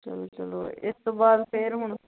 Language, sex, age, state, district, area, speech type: Punjabi, female, 30-45, Punjab, Patiala, rural, conversation